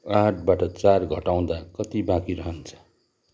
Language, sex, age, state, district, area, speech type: Nepali, male, 45-60, West Bengal, Darjeeling, rural, read